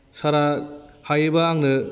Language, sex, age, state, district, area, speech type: Bodo, male, 30-45, Assam, Kokrajhar, rural, spontaneous